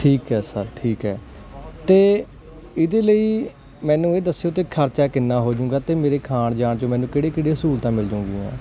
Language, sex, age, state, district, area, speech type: Punjabi, male, 18-30, Punjab, Hoshiarpur, rural, spontaneous